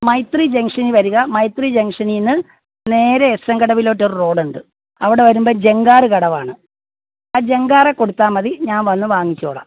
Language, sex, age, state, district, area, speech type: Malayalam, female, 45-60, Kerala, Alappuzha, rural, conversation